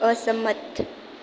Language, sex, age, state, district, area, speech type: Gujarati, female, 18-30, Gujarat, Valsad, rural, read